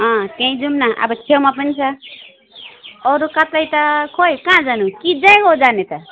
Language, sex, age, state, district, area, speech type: Nepali, female, 45-60, West Bengal, Alipurduar, urban, conversation